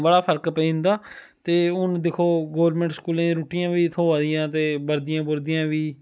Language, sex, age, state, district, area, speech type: Dogri, male, 18-30, Jammu and Kashmir, Samba, rural, spontaneous